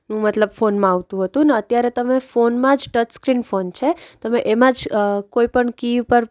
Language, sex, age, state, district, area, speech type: Gujarati, female, 18-30, Gujarat, Junagadh, urban, spontaneous